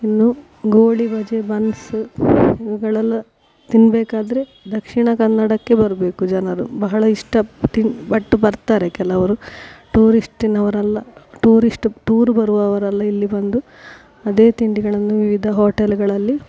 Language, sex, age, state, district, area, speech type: Kannada, female, 45-60, Karnataka, Dakshina Kannada, rural, spontaneous